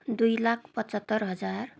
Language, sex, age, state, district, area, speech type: Nepali, female, 30-45, West Bengal, Darjeeling, rural, spontaneous